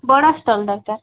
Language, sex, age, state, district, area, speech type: Odia, female, 18-30, Odisha, Subarnapur, urban, conversation